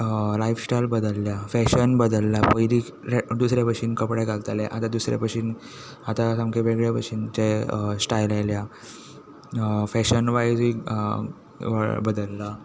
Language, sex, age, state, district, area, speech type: Goan Konkani, male, 18-30, Goa, Tiswadi, rural, spontaneous